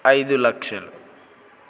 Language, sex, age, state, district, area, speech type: Telugu, male, 18-30, Andhra Pradesh, Eluru, rural, spontaneous